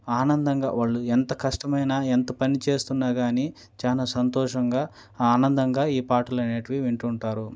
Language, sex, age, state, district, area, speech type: Telugu, male, 30-45, Andhra Pradesh, Nellore, rural, spontaneous